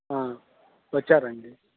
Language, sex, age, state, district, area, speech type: Telugu, male, 45-60, Andhra Pradesh, Bapatla, rural, conversation